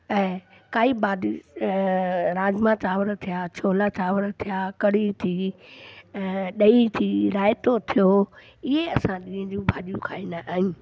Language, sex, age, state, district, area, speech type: Sindhi, female, 60+, Delhi, South Delhi, rural, spontaneous